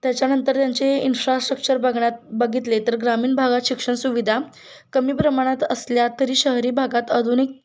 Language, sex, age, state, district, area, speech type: Marathi, female, 18-30, Maharashtra, Kolhapur, urban, spontaneous